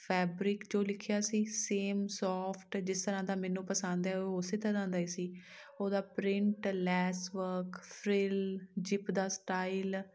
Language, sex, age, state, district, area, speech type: Punjabi, female, 30-45, Punjab, Amritsar, urban, spontaneous